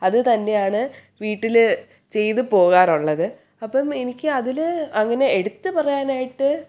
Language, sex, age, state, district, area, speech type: Malayalam, female, 18-30, Kerala, Thiruvananthapuram, urban, spontaneous